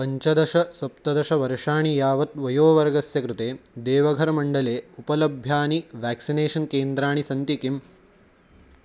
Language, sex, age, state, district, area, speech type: Sanskrit, male, 18-30, Maharashtra, Nashik, urban, read